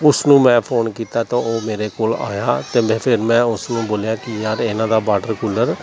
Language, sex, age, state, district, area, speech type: Punjabi, male, 30-45, Punjab, Gurdaspur, rural, spontaneous